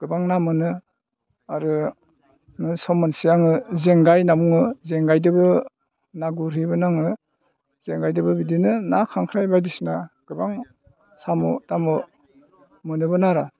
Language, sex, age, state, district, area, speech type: Bodo, male, 60+, Assam, Udalguri, rural, spontaneous